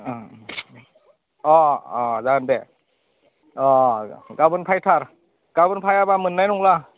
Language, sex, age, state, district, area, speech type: Bodo, male, 30-45, Assam, Udalguri, rural, conversation